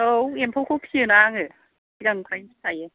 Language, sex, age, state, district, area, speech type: Bodo, female, 60+, Assam, Kokrajhar, rural, conversation